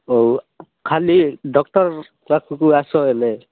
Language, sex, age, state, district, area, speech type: Odia, male, 30-45, Odisha, Nabarangpur, urban, conversation